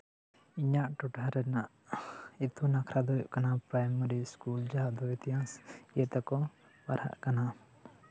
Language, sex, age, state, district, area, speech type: Santali, male, 18-30, West Bengal, Bankura, rural, spontaneous